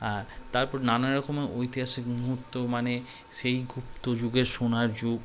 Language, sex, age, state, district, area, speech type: Bengali, male, 18-30, West Bengal, Malda, urban, spontaneous